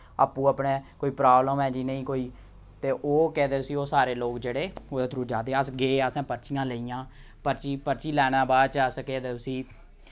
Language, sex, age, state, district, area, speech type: Dogri, male, 30-45, Jammu and Kashmir, Samba, rural, spontaneous